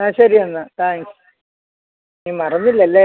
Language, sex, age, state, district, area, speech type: Malayalam, female, 60+, Kerala, Thiruvananthapuram, urban, conversation